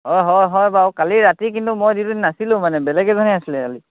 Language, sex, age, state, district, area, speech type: Assamese, male, 18-30, Assam, Sivasagar, rural, conversation